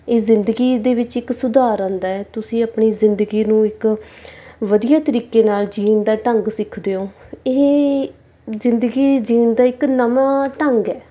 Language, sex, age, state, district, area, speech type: Punjabi, female, 30-45, Punjab, Mansa, urban, spontaneous